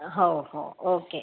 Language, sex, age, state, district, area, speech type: Marathi, female, 18-30, Maharashtra, Yavatmal, urban, conversation